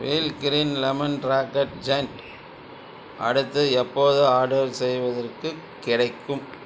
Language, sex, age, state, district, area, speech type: Tamil, male, 60+, Tamil Nadu, Dharmapuri, rural, read